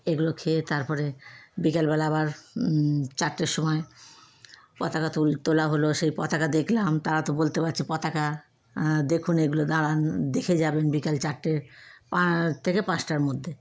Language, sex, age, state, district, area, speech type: Bengali, female, 30-45, West Bengal, Howrah, urban, spontaneous